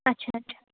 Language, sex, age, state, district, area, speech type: Kashmiri, female, 18-30, Jammu and Kashmir, Srinagar, urban, conversation